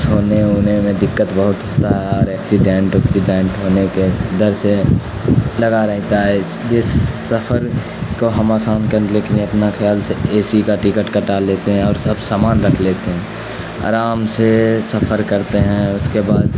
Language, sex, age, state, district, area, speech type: Urdu, male, 18-30, Bihar, Khagaria, rural, spontaneous